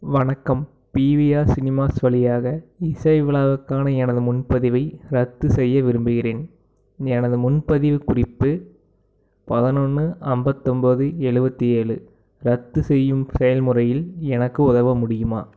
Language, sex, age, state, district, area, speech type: Tamil, male, 18-30, Tamil Nadu, Tiruppur, urban, read